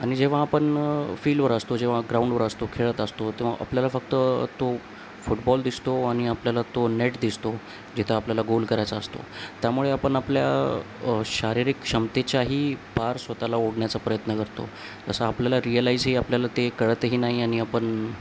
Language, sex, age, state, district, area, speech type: Marathi, male, 18-30, Maharashtra, Nanded, urban, spontaneous